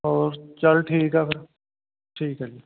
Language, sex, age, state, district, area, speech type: Punjabi, male, 30-45, Punjab, Fatehgarh Sahib, rural, conversation